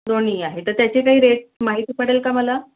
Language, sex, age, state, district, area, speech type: Marathi, female, 45-60, Maharashtra, Akola, urban, conversation